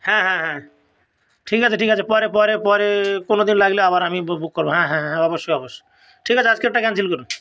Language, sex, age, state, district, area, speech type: Bengali, male, 45-60, West Bengal, North 24 Parganas, rural, spontaneous